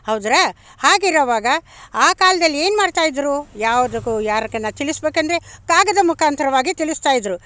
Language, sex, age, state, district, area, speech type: Kannada, female, 60+, Karnataka, Bangalore Rural, rural, spontaneous